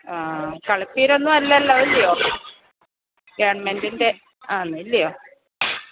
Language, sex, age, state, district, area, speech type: Malayalam, female, 30-45, Kerala, Kollam, rural, conversation